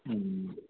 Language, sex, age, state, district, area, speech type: Kannada, male, 45-60, Karnataka, Chikkaballapur, urban, conversation